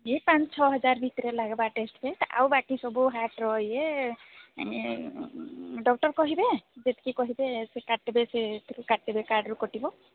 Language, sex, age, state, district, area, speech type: Odia, female, 45-60, Odisha, Sambalpur, rural, conversation